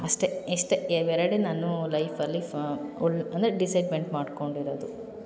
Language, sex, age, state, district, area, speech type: Kannada, female, 18-30, Karnataka, Hassan, rural, spontaneous